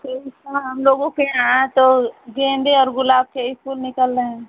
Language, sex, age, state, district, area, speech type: Hindi, female, 30-45, Uttar Pradesh, Mau, rural, conversation